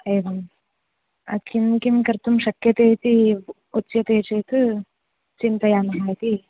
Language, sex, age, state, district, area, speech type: Sanskrit, female, 18-30, Karnataka, Uttara Kannada, rural, conversation